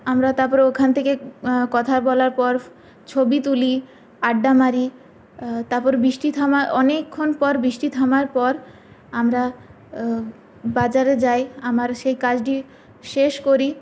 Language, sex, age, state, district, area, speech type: Bengali, female, 18-30, West Bengal, Purulia, urban, spontaneous